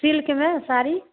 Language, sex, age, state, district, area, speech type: Hindi, female, 60+, Bihar, Madhepura, rural, conversation